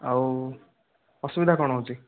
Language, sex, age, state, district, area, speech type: Odia, male, 30-45, Odisha, Nayagarh, rural, conversation